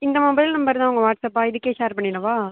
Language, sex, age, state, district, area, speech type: Tamil, female, 18-30, Tamil Nadu, Tiruvarur, rural, conversation